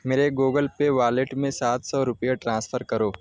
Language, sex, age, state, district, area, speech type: Urdu, male, 18-30, Delhi, North West Delhi, urban, read